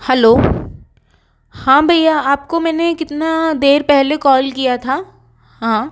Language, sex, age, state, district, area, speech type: Hindi, female, 30-45, Madhya Pradesh, Bhopal, urban, spontaneous